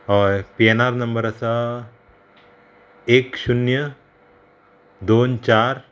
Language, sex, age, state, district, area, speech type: Goan Konkani, male, 30-45, Goa, Murmgao, rural, spontaneous